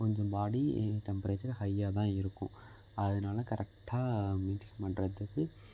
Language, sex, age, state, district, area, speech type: Tamil, male, 18-30, Tamil Nadu, Thanjavur, urban, spontaneous